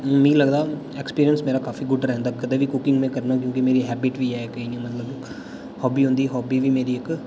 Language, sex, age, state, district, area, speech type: Dogri, male, 18-30, Jammu and Kashmir, Udhampur, rural, spontaneous